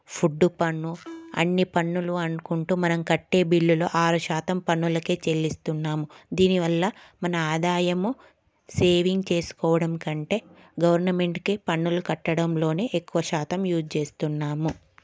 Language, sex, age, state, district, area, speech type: Telugu, female, 30-45, Telangana, Karimnagar, urban, spontaneous